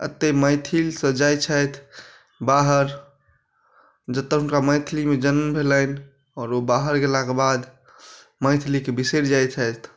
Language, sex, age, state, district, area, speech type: Maithili, male, 45-60, Bihar, Madhubani, urban, spontaneous